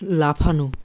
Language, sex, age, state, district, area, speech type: Bengali, male, 18-30, West Bengal, South 24 Parganas, rural, read